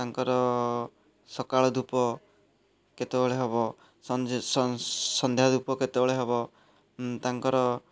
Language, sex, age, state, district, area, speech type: Odia, male, 30-45, Odisha, Puri, urban, spontaneous